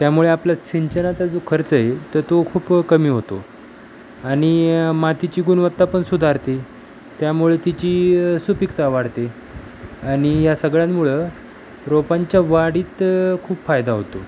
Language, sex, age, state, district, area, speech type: Marathi, male, 30-45, Maharashtra, Osmanabad, rural, spontaneous